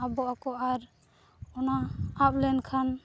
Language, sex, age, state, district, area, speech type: Santali, female, 18-30, Jharkhand, Seraikela Kharsawan, rural, spontaneous